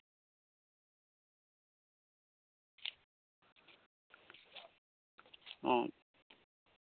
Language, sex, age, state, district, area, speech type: Santali, male, 18-30, West Bengal, Jhargram, rural, conversation